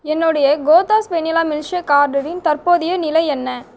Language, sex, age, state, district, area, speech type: Tamil, female, 18-30, Tamil Nadu, Cuddalore, rural, read